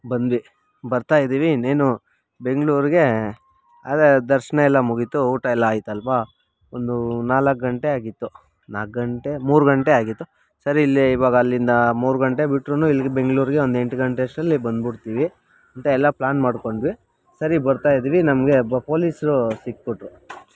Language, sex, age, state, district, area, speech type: Kannada, male, 30-45, Karnataka, Bangalore Rural, rural, spontaneous